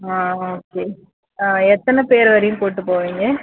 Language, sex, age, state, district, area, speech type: Tamil, female, 30-45, Tamil Nadu, Dharmapuri, rural, conversation